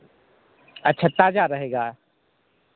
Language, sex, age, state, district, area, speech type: Hindi, male, 30-45, Bihar, Begusarai, rural, conversation